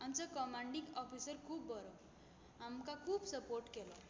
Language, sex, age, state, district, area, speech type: Goan Konkani, female, 18-30, Goa, Tiswadi, rural, spontaneous